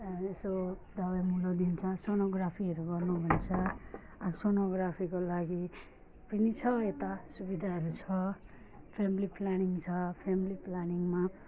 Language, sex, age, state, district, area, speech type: Nepali, female, 45-60, West Bengal, Alipurduar, rural, spontaneous